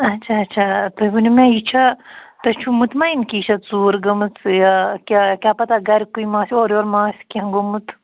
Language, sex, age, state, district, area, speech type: Kashmiri, female, 30-45, Jammu and Kashmir, Budgam, rural, conversation